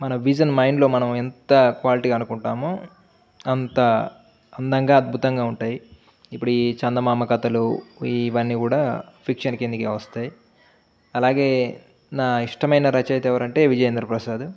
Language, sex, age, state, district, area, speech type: Telugu, male, 18-30, Telangana, Jangaon, rural, spontaneous